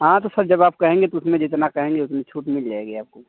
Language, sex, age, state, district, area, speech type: Hindi, male, 30-45, Uttar Pradesh, Azamgarh, rural, conversation